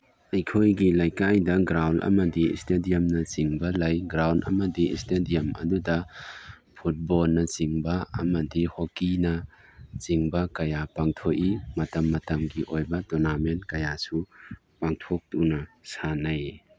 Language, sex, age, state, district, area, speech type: Manipuri, male, 30-45, Manipur, Tengnoupal, rural, spontaneous